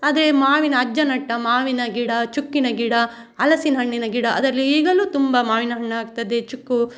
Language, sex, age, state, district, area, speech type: Kannada, female, 45-60, Karnataka, Udupi, rural, spontaneous